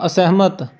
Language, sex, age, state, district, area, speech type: Punjabi, male, 18-30, Punjab, Pathankot, rural, read